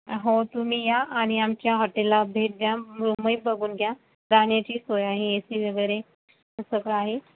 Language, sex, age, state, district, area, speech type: Marathi, female, 18-30, Maharashtra, Buldhana, rural, conversation